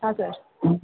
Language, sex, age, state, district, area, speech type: Kannada, female, 30-45, Karnataka, Bangalore Urban, rural, conversation